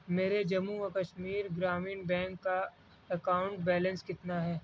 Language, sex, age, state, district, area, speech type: Urdu, male, 18-30, Delhi, East Delhi, urban, read